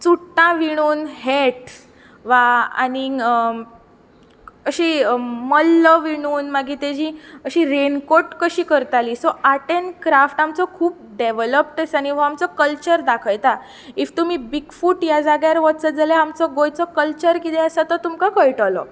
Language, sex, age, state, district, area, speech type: Goan Konkani, female, 18-30, Goa, Tiswadi, rural, spontaneous